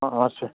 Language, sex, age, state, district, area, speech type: Odia, male, 45-60, Odisha, Nuapada, urban, conversation